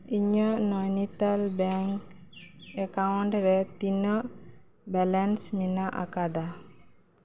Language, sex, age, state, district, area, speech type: Santali, female, 18-30, West Bengal, Birbhum, rural, read